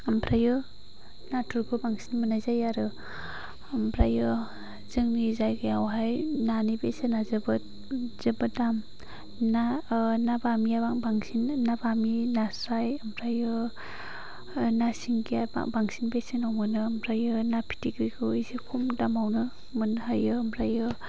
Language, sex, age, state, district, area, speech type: Bodo, female, 45-60, Assam, Chirang, urban, spontaneous